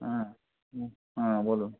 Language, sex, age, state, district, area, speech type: Bengali, male, 45-60, West Bengal, Hooghly, rural, conversation